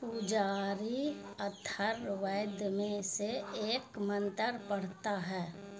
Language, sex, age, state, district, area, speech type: Urdu, female, 60+, Bihar, Khagaria, rural, read